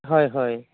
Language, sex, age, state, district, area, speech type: Assamese, female, 45-60, Assam, Goalpara, urban, conversation